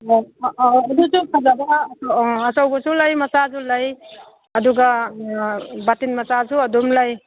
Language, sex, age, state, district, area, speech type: Manipuri, female, 60+, Manipur, Imphal East, rural, conversation